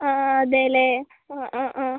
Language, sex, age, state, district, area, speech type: Malayalam, female, 18-30, Kerala, Wayanad, rural, conversation